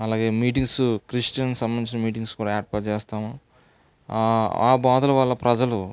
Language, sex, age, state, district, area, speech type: Telugu, male, 45-60, Andhra Pradesh, Eluru, rural, spontaneous